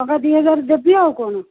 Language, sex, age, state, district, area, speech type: Odia, female, 30-45, Odisha, Cuttack, urban, conversation